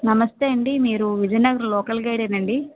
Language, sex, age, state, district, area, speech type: Telugu, female, 30-45, Andhra Pradesh, Vizianagaram, rural, conversation